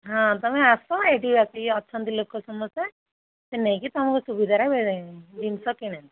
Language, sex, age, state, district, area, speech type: Odia, female, 60+, Odisha, Jharsuguda, rural, conversation